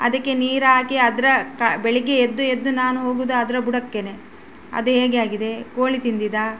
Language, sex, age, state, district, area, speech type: Kannada, female, 45-60, Karnataka, Udupi, rural, spontaneous